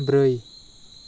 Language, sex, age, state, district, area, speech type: Bodo, male, 30-45, Assam, Chirang, urban, read